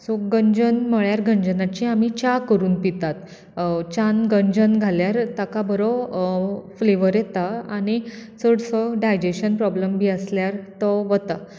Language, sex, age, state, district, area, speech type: Goan Konkani, female, 30-45, Goa, Bardez, urban, spontaneous